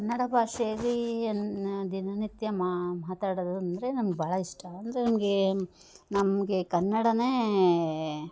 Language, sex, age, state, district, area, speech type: Kannada, female, 30-45, Karnataka, Chikkamagaluru, rural, spontaneous